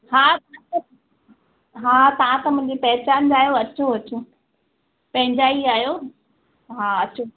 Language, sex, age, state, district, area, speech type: Sindhi, female, 30-45, Madhya Pradesh, Katni, urban, conversation